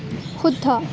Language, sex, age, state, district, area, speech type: Assamese, female, 18-30, Assam, Kamrup Metropolitan, rural, read